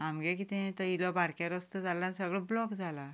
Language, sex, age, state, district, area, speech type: Goan Konkani, female, 45-60, Goa, Canacona, rural, spontaneous